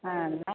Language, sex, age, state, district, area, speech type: Malayalam, female, 60+, Kerala, Idukki, rural, conversation